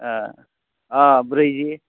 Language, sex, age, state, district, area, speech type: Bodo, male, 60+, Assam, Udalguri, urban, conversation